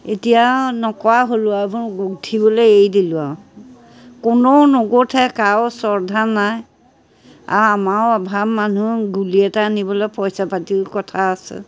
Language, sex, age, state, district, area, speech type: Assamese, female, 60+, Assam, Majuli, urban, spontaneous